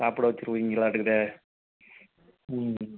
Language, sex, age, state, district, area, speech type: Tamil, male, 60+, Tamil Nadu, Ariyalur, rural, conversation